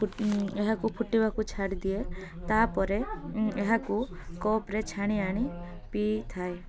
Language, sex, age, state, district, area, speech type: Odia, female, 18-30, Odisha, Koraput, urban, spontaneous